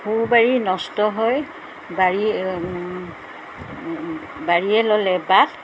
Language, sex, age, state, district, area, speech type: Assamese, female, 60+, Assam, Golaghat, urban, spontaneous